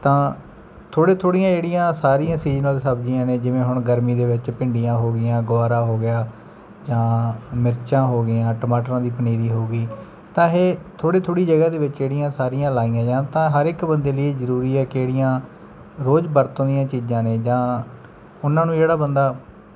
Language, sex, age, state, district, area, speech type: Punjabi, male, 30-45, Punjab, Bathinda, rural, spontaneous